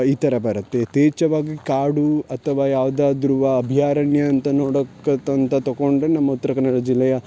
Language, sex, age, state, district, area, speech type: Kannada, male, 18-30, Karnataka, Uttara Kannada, rural, spontaneous